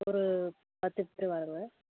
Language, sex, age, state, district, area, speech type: Tamil, female, 30-45, Tamil Nadu, Dharmapuri, urban, conversation